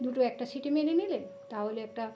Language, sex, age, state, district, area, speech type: Bengali, female, 45-60, West Bengal, North 24 Parganas, urban, spontaneous